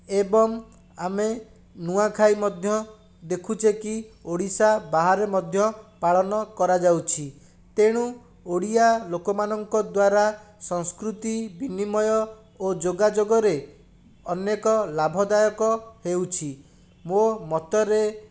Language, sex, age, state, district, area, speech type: Odia, male, 30-45, Odisha, Bhadrak, rural, spontaneous